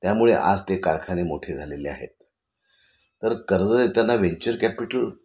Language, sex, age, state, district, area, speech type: Marathi, male, 60+, Maharashtra, Nashik, urban, spontaneous